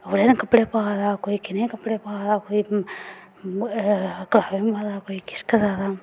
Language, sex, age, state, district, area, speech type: Dogri, female, 18-30, Jammu and Kashmir, Samba, rural, spontaneous